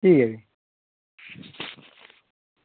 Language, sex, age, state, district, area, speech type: Dogri, female, 45-60, Jammu and Kashmir, Reasi, rural, conversation